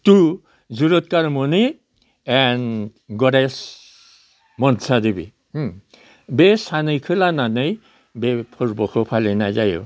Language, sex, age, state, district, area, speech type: Bodo, male, 60+, Assam, Udalguri, rural, spontaneous